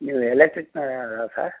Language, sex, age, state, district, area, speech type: Kannada, male, 60+, Karnataka, Shimoga, urban, conversation